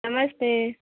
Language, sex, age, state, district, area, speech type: Hindi, female, 45-60, Uttar Pradesh, Hardoi, rural, conversation